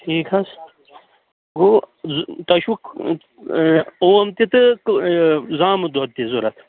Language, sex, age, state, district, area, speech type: Kashmiri, male, 30-45, Jammu and Kashmir, Pulwama, urban, conversation